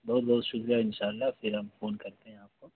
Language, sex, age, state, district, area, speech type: Urdu, male, 18-30, Bihar, Purnia, rural, conversation